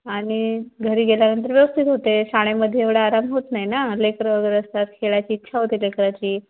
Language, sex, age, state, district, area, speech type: Marathi, female, 18-30, Maharashtra, Yavatmal, rural, conversation